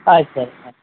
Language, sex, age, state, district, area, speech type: Kannada, male, 30-45, Karnataka, Udupi, rural, conversation